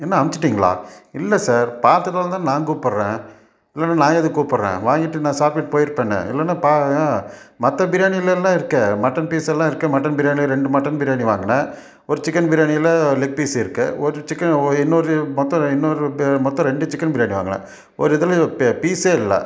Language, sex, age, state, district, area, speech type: Tamil, male, 45-60, Tamil Nadu, Salem, urban, spontaneous